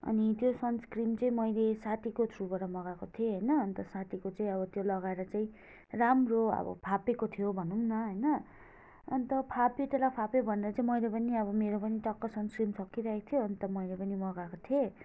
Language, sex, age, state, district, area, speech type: Nepali, female, 30-45, West Bengal, Darjeeling, rural, spontaneous